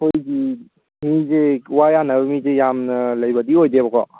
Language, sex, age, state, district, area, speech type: Manipuri, male, 18-30, Manipur, Kangpokpi, urban, conversation